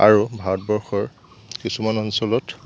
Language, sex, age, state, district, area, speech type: Assamese, male, 18-30, Assam, Lakhimpur, rural, spontaneous